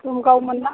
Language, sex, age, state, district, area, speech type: Bodo, female, 60+, Assam, Chirang, rural, conversation